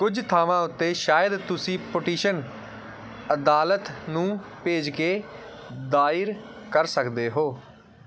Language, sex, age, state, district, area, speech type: Punjabi, male, 18-30, Punjab, Gurdaspur, rural, read